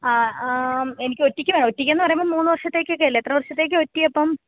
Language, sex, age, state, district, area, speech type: Malayalam, female, 18-30, Kerala, Kozhikode, rural, conversation